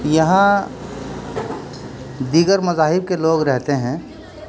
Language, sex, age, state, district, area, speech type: Urdu, male, 60+, Uttar Pradesh, Muzaffarnagar, urban, spontaneous